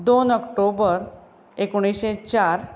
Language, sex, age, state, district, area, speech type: Goan Konkani, female, 45-60, Goa, Ponda, rural, spontaneous